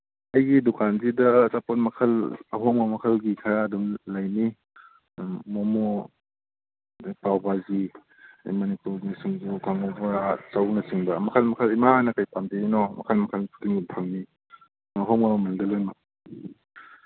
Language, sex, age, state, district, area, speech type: Manipuri, male, 30-45, Manipur, Kangpokpi, urban, conversation